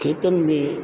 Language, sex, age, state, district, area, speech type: Sindhi, male, 60+, Rajasthan, Ajmer, rural, spontaneous